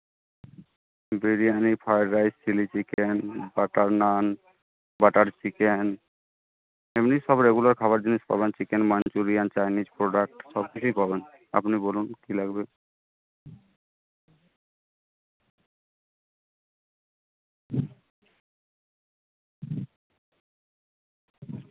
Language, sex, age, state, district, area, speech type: Bengali, male, 18-30, West Bengal, Uttar Dinajpur, urban, conversation